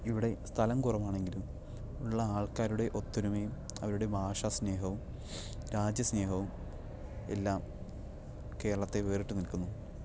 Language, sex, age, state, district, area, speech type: Malayalam, male, 18-30, Kerala, Palakkad, rural, spontaneous